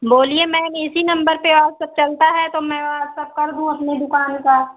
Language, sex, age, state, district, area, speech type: Hindi, female, 45-60, Uttar Pradesh, Ayodhya, rural, conversation